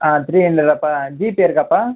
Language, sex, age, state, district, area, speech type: Tamil, male, 30-45, Tamil Nadu, Ariyalur, rural, conversation